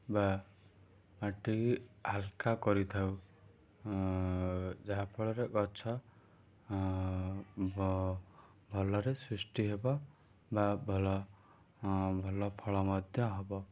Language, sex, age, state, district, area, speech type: Odia, male, 18-30, Odisha, Kendrapara, urban, spontaneous